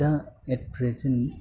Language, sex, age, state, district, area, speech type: Bodo, male, 30-45, Assam, Chirang, urban, spontaneous